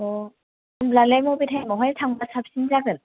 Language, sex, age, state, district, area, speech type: Bodo, female, 18-30, Assam, Kokrajhar, rural, conversation